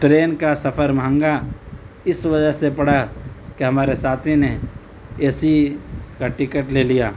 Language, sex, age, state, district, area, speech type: Urdu, male, 18-30, Uttar Pradesh, Saharanpur, urban, spontaneous